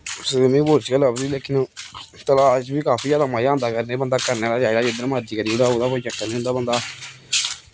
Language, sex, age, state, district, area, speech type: Dogri, male, 18-30, Jammu and Kashmir, Kathua, rural, spontaneous